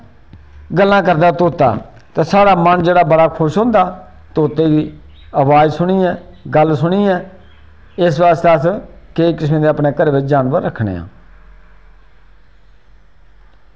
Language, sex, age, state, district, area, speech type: Dogri, male, 45-60, Jammu and Kashmir, Reasi, rural, spontaneous